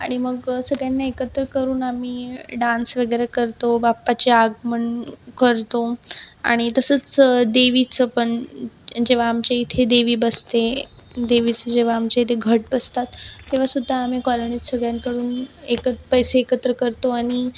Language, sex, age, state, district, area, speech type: Marathi, female, 18-30, Maharashtra, Buldhana, rural, spontaneous